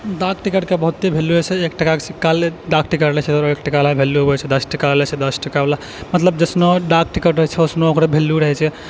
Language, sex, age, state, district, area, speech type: Maithili, male, 18-30, Bihar, Purnia, urban, spontaneous